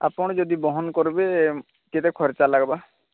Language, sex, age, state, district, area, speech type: Odia, male, 45-60, Odisha, Nuapada, urban, conversation